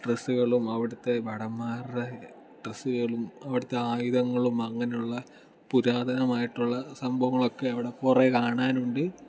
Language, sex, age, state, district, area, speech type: Malayalam, male, 18-30, Kerala, Kottayam, rural, spontaneous